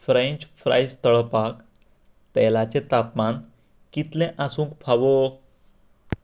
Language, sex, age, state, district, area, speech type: Goan Konkani, male, 45-60, Goa, Canacona, rural, read